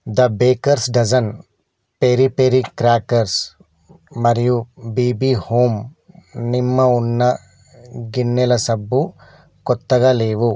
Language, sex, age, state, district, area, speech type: Telugu, male, 30-45, Telangana, Karimnagar, rural, read